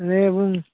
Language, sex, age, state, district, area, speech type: Bodo, male, 45-60, Assam, Baksa, urban, conversation